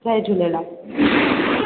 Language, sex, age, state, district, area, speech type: Sindhi, female, 18-30, Gujarat, Junagadh, urban, conversation